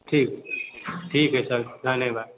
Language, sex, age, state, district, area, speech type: Maithili, male, 30-45, Bihar, Sitamarhi, urban, conversation